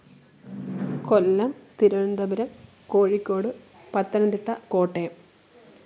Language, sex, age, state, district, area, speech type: Malayalam, female, 30-45, Kerala, Kollam, rural, spontaneous